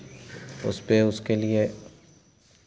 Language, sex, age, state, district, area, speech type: Hindi, male, 30-45, Bihar, Madhepura, rural, spontaneous